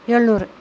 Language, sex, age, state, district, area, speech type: Tamil, female, 45-60, Tamil Nadu, Coimbatore, rural, spontaneous